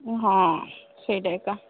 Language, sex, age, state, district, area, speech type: Odia, female, 45-60, Odisha, Kandhamal, rural, conversation